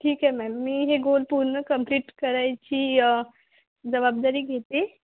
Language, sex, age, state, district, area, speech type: Marathi, female, 18-30, Maharashtra, Akola, rural, conversation